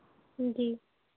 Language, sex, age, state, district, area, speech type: Hindi, female, 18-30, Uttar Pradesh, Pratapgarh, rural, conversation